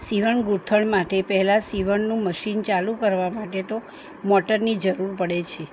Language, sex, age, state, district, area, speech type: Gujarati, female, 45-60, Gujarat, Kheda, rural, spontaneous